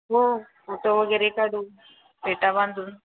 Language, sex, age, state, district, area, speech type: Marathi, female, 30-45, Maharashtra, Buldhana, rural, conversation